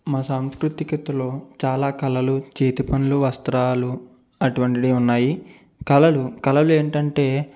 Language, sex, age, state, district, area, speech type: Telugu, male, 45-60, Andhra Pradesh, East Godavari, rural, spontaneous